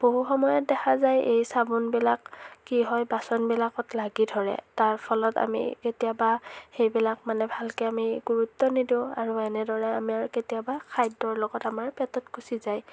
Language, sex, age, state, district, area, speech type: Assamese, female, 45-60, Assam, Morigaon, urban, spontaneous